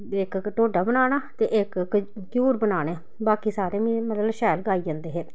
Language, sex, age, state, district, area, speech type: Dogri, female, 30-45, Jammu and Kashmir, Samba, rural, spontaneous